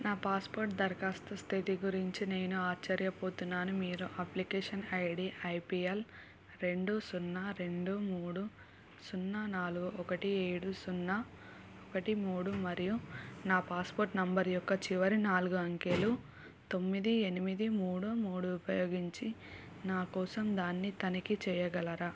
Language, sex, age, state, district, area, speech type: Telugu, female, 18-30, Telangana, Suryapet, urban, read